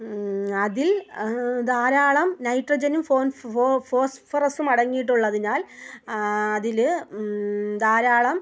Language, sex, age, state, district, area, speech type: Malayalam, female, 30-45, Kerala, Thiruvananthapuram, rural, spontaneous